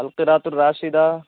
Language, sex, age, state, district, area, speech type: Urdu, male, 18-30, Bihar, Purnia, rural, conversation